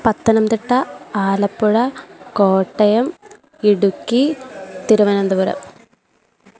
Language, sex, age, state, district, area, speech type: Malayalam, female, 18-30, Kerala, Pathanamthitta, rural, spontaneous